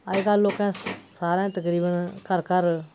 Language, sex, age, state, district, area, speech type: Dogri, female, 45-60, Jammu and Kashmir, Udhampur, urban, spontaneous